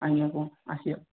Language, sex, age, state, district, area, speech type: Odia, male, 18-30, Odisha, Bhadrak, rural, conversation